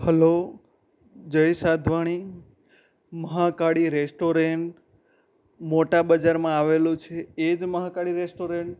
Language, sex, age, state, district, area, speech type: Gujarati, male, 18-30, Gujarat, Anand, rural, spontaneous